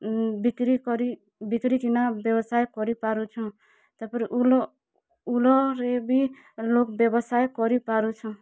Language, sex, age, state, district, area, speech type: Odia, female, 45-60, Odisha, Kalahandi, rural, spontaneous